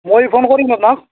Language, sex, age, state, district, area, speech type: Assamese, male, 30-45, Assam, Barpeta, rural, conversation